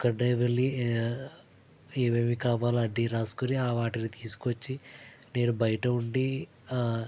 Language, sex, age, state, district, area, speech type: Telugu, male, 45-60, Andhra Pradesh, East Godavari, rural, spontaneous